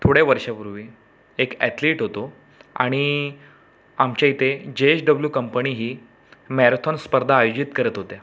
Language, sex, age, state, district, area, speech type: Marathi, male, 30-45, Maharashtra, Raigad, rural, spontaneous